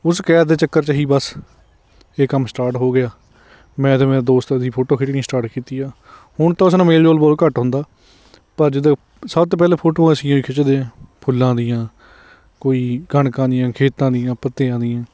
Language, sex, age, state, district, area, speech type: Punjabi, male, 30-45, Punjab, Hoshiarpur, rural, spontaneous